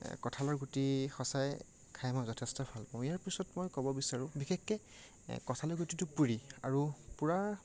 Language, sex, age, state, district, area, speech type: Assamese, male, 45-60, Assam, Morigaon, rural, spontaneous